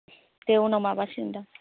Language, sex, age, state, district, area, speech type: Bodo, female, 18-30, Assam, Baksa, rural, conversation